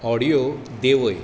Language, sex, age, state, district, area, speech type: Goan Konkani, male, 45-60, Goa, Bardez, rural, read